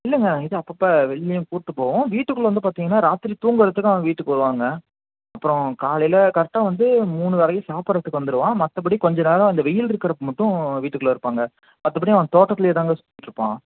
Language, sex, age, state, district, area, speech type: Tamil, male, 18-30, Tamil Nadu, Salem, rural, conversation